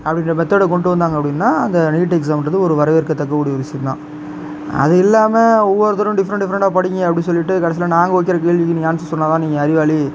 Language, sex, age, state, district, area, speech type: Tamil, male, 30-45, Tamil Nadu, Tiruvarur, rural, spontaneous